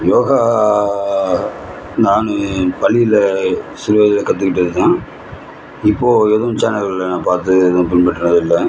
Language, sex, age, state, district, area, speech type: Tamil, male, 30-45, Tamil Nadu, Cuddalore, rural, spontaneous